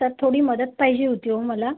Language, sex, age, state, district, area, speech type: Marathi, female, 30-45, Maharashtra, Yavatmal, rural, conversation